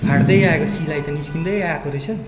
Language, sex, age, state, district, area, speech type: Nepali, male, 18-30, West Bengal, Darjeeling, rural, spontaneous